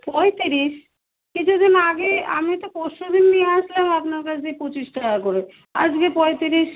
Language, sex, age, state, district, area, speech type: Bengali, female, 30-45, West Bengal, Kolkata, urban, conversation